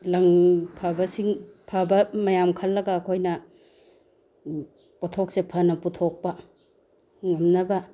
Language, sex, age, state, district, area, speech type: Manipuri, female, 45-60, Manipur, Bishnupur, rural, spontaneous